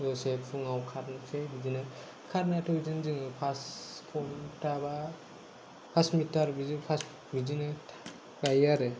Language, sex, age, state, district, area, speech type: Bodo, male, 30-45, Assam, Kokrajhar, rural, spontaneous